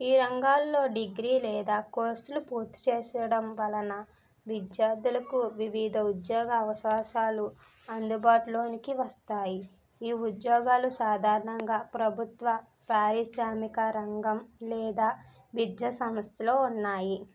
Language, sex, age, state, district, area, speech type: Telugu, female, 18-30, Andhra Pradesh, East Godavari, rural, spontaneous